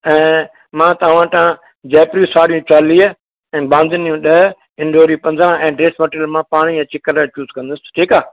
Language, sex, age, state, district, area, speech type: Sindhi, male, 60+, Maharashtra, Mumbai City, urban, conversation